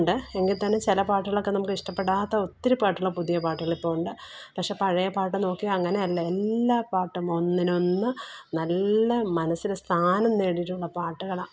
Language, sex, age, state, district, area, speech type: Malayalam, female, 45-60, Kerala, Alappuzha, rural, spontaneous